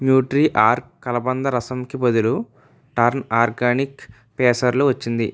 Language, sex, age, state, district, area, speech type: Telugu, male, 18-30, Andhra Pradesh, West Godavari, rural, read